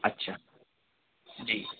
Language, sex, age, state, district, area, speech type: Urdu, male, 18-30, Delhi, South Delhi, urban, conversation